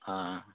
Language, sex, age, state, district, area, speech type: Bengali, male, 18-30, West Bengal, Uttar Dinajpur, rural, conversation